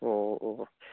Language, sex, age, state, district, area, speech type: Manipuri, male, 18-30, Manipur, Churachandpur, rural, conversation